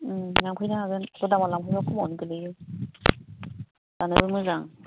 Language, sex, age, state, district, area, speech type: Bodo, female, 45-60, Assam, Baksa, rural, conversation